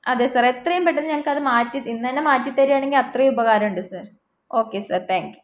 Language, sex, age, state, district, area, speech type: Malayalam, female, 18-30, Kerala, Palakkad, rural, spontaneous